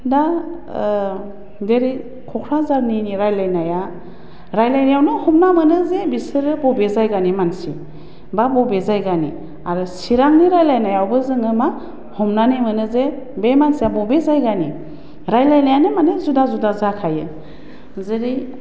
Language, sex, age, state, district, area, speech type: Bodo, female, 30-45, Assam, Baksa, urban, spontaneous